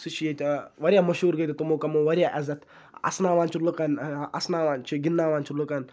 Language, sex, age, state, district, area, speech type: Kashmiri, male, 18-30, Jammu and Kashmir, Ganderbal, rural, spontaneous